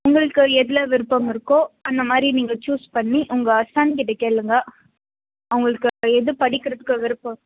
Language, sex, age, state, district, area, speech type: Tamil, female, 18-30, Tamil Nadu, Krishnagiri, rural, conversation